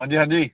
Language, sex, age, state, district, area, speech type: Dogri, male, 30-45, Jammu and Kashmir, Samba, urban, conversation